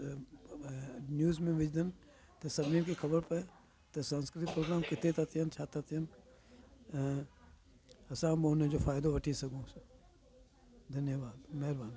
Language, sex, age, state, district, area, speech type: Sindhi, male, 60+, Delhi, South Delhi, urban, spontaneous